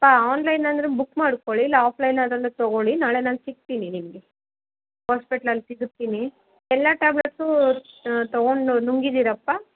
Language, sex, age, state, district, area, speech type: Kannada, female, 60+, Karnataka, Kolar, rural, conversation